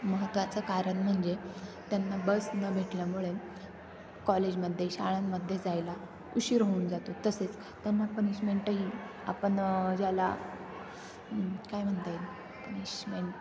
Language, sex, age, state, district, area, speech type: Marathi, female, 18-30, Maharashtra, Nashik, rural, spontaneous